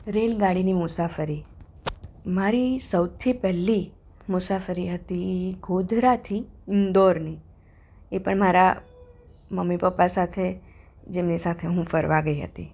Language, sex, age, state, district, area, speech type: Gujarati, female, 30-45, Gujarat, Kheda, urban, spontaneous